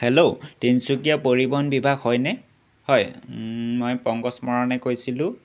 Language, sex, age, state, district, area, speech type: Assamese, male, 18-30, Assam, Tinsukia, urban, spontaneous